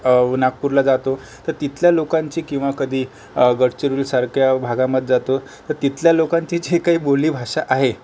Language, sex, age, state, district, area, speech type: Marathi, male, 30-45, Maharashtra, Akola, rural, spontaneous